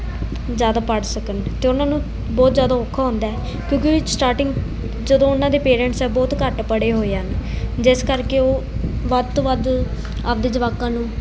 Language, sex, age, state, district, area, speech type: Punjabi, female, 18-30, Punjab, Mansa, urban, spontaneous